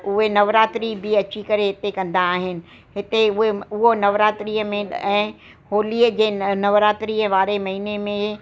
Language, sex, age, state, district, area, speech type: Sindhi, female, 60+, Gujarat, Kutch, rural, spontaneous